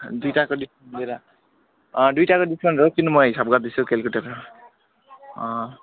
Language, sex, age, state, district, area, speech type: Nepali, male, 18-30, West Bengal, Alipurduar, urban, conversation